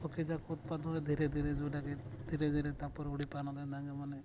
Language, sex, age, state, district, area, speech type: Odia, male, 18-30, Odisha, Nabarangpur, urban, spontaneous